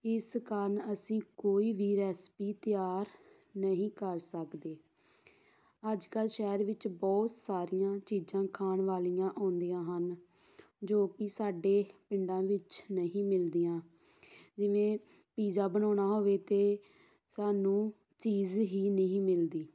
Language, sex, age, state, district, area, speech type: Punjabi, female, 18-30, Punjab, Tarn Taran, rural, spontaneous